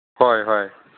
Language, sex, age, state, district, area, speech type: Manipuri, male, 18-30, Manipur, Chandel, rural, conversation